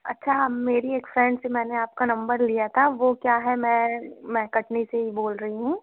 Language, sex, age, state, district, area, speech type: Hindi, female, 18-30, Madhya Pradesh, Katni, urban, conversation